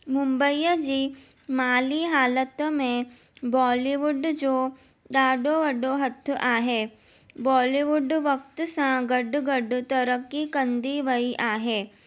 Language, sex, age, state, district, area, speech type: Sindhi, female, 18-30, Maharashtra, Mumbai Suburban, urban, spontaneous